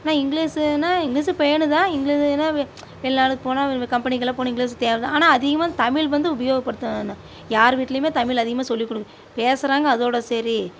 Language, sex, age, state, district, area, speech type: Tamil, female, 45-60, Tamil Nadu, Coimbatore, rural, spontaneous